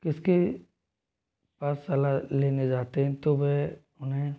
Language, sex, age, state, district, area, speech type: Hindi, male, 18-30, Rajasthan, Jodhpur, rural, spontaneous